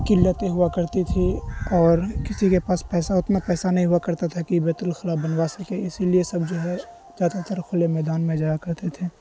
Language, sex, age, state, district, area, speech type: Urdu, male, 18-30, Bihar, Khagaria, rural, spontaneous